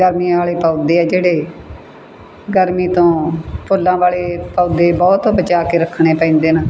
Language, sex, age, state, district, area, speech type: Punjabi, female, 60+, Punjab, Bathinda, rural, spontaneous